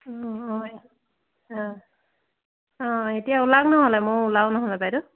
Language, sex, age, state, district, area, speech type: Assamese, female, 30-45, Assam, Dhemaji, urban, conversation